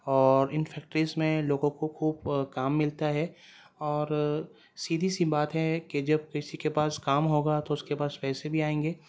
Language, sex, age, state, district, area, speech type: Urdu, female, 30-45, Delhi, Central Delhi, urban, spontaneous